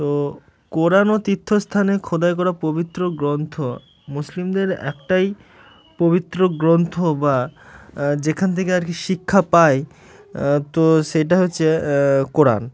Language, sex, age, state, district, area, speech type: Bengali, male, 18-30, West Bengal, Murshidabad, urban, spontaneous